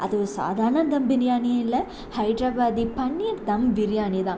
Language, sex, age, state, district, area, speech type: Tamil, female, 18-30, Tamil Nadu, Salem, urban, spontaneous